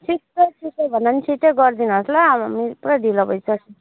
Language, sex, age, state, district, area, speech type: Nepali, female, 30-45, West Bengal, Alipurduar, urban, conversation